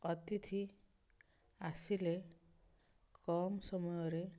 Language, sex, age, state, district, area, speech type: Odia, female, 60+, Odisha, Ganjam, urban, spontaneous